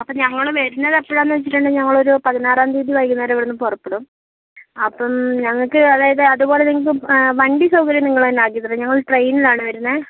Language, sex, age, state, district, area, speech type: Malayalam, female, 30-45, Kerala, Kozhikode, rural, conversation